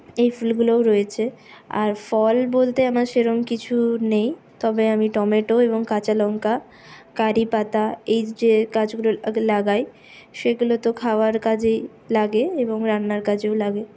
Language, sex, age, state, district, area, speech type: Bengali, female, 60+, West Bengal, Purulia, urban, spontaneous